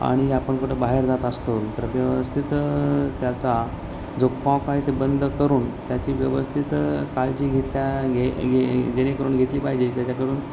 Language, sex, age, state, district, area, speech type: Marathi, male, 30-45, Maharashtra, Nanded, urban, spontaneous